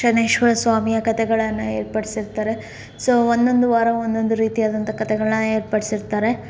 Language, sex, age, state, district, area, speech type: Kannada, female, 30-45, Karnataka, Davanagere, urban, spontaneous